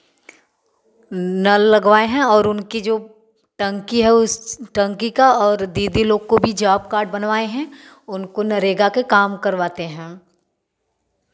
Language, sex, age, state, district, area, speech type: Hindi, female, 30-45, Uttar Pradesh, Varanasi, rural, spontaneous